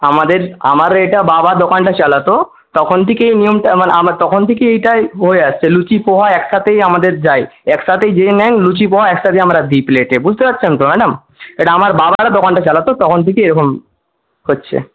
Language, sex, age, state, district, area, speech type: Bengali, male, 18-30, West Bengal, Jhargram, rural, conversation